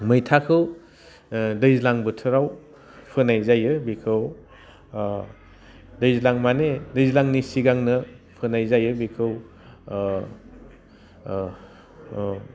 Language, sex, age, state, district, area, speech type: Bodo, male, 30-45, Assam, Udalguri, urban, spontaneous